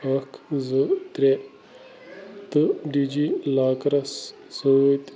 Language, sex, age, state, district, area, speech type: Kashmiri, male, 30-45, Jammu and Kashmir, Bandipora, rural, read